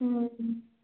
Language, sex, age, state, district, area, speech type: Odia, female, 18-30, Odisha, Koraput, urban, conversation